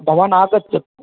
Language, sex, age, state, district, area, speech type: Sanskrit, male, 30-45, Karnataka, Vijayapura, urban, conversation